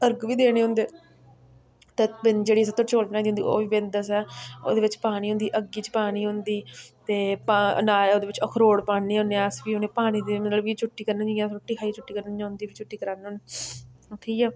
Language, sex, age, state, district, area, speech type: Dogri, female, 18-30, Jammu and Kashmir, Udhampur, rural, spontaneous